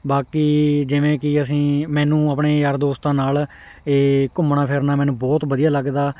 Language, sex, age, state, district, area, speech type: Punjabi, male, 18-30, Punjab, Hoshiarpur, rural, spontaneous